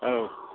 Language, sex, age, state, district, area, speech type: Bodo, male, 60+, Assam, Chirang, rural, conversation